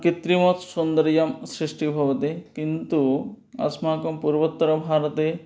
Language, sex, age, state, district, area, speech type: Sanskrit, male, 30-45, West Bengal, Purba Medinipur, rural, spontaneous